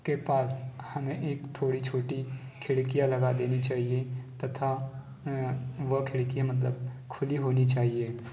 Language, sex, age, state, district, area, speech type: Hindi, male, 45-60, Madhya Pradesh, Balaghat, rural, spontaneous